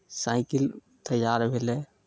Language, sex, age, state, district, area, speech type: Maithili, male, 18-30, Bihar, Samastipur, rural, spontaneous